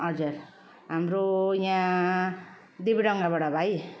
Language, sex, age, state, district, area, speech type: Nepali, female, 45-60, West Bengal, Darjeeling, rural, spontaneous